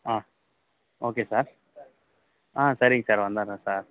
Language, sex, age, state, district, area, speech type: Tamil, male, 18-30, Tamil Nadu, Kallakurichi, rural, conversation